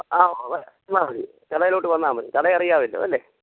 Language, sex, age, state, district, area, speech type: Malayalam, male, 45-60, Kerala, Kottayam, rural, conversation